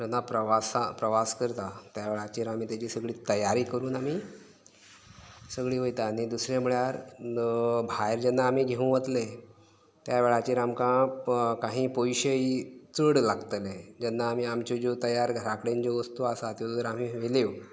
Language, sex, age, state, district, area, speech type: Goan Konkani, male, 30-45, Goa, Canacona, rural, spontaneous